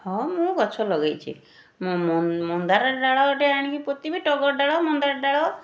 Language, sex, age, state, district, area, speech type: Odia, female, 45-60, Odisha, Puri, urban, spontaneous